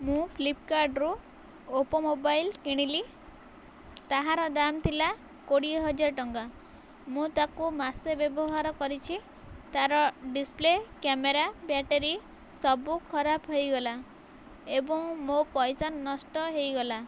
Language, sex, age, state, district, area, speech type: Odia, female, 18-30, Odisha, Nayagarh, rural, spontaneous